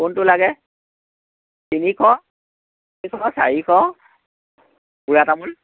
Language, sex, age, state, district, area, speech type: Assamese, male, 30-45, Assam, Charaideo, urban, conversation